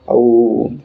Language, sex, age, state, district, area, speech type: Odia, male, 18-30, Odisha, Bargarh, urban, spontaneous